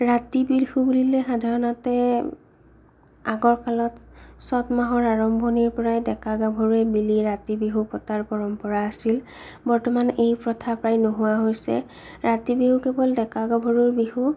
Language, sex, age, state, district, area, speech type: Assamese, female, 30-45, Assam, Morigaon, rural, spontaneous